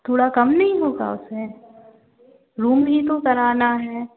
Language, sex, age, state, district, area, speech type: Hindi, female, 18-30, Madhya Pradesh, Gwalior, rural, conversation